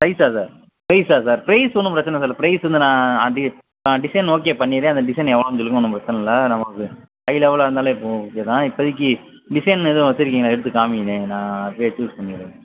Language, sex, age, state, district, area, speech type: Tamil, male, 30-45, Tamil Nadu, Madurai, urban, conversation